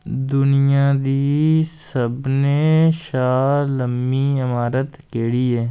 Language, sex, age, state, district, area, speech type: Dogri, male, 18-30, Jammu and Kashmir, Kathua, rural, read